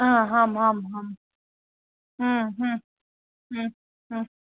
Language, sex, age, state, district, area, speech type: Sanskrit, female, 30-45, Tamil Nadu, Karur, rural, conversation